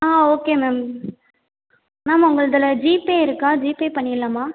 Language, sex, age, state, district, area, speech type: Tamil, female, 18-30, Tamil Nadu, Viluppuram, urban, conversation